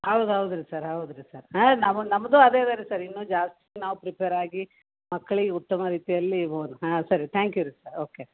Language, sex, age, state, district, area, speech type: Kannada, female, 30-45, Karnataka, Gulbarga, urban, conversation